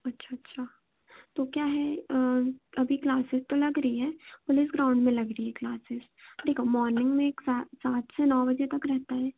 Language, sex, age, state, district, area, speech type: Hindi, female, 18-30, Madhya Pradesh, Chhindwara, urban, conversation